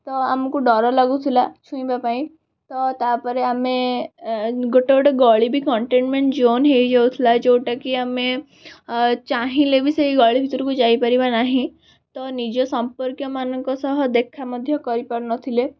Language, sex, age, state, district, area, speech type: Odia, female, 18-30, Odisha, Cuttack, urban, spontaneous